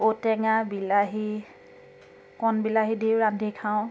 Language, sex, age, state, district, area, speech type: Assamese, female, 30-45, Assam, Biswanath, rural, spontaneous